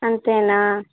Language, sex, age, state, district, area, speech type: Telugu, female, 18-30, Andhra Pradesh, Visakhapatnam, urban, conversation